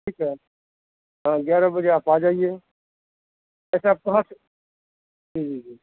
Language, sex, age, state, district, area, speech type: Urdu, male, 18-30, Delhi, Central Delhi, urban, conversation